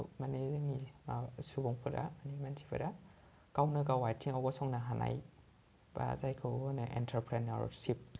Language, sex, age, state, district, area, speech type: Bodo, male, 18-30, Assam, Kokrajhar, rural, spontaneous